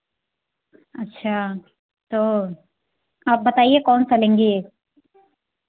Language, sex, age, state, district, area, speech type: Hindi, female, 45-60, Uttar Pradesh, Hardoi, rural, conversation